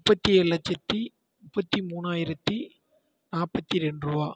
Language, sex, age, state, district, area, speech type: Tamil, male, 18-30, Tamil Nadu, Tiruvarur, rural, spontaneous